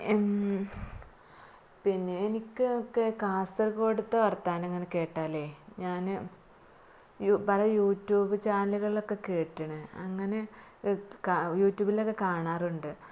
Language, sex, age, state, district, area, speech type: Malayalam, female, 30-45, Kerala, Malappuram, rural, spontaneous